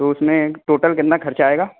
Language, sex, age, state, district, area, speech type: Urdu, male, 18-30, Uttar Pradesh, Saharanpur, urban, conversation